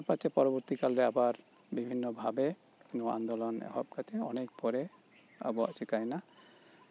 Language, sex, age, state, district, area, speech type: Santali, male, 60+, West Bengal, Birbhum, rural, spontaneous